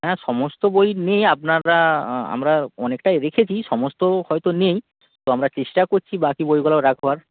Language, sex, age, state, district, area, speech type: Bengali, male, 18-30, West Bengal, North 24 Parganas, rural, conversation